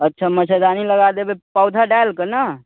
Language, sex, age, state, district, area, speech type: Maithili, male, 18-30, Bihar, Muzaffarpur, rural, conversation